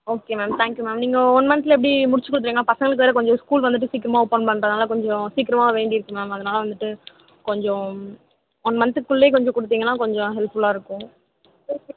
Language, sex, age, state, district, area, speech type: Tamil, female, 18-30, Tamil Nadu, Vellore, urban, conversation